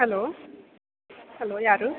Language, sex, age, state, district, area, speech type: Kannada, female, 30-45, Karnataka, Bellary, rural, conversation